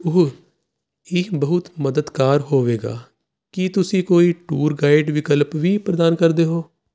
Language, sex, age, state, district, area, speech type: Punjabi, male, 30-45, Punjab, Jalandhar, urban, read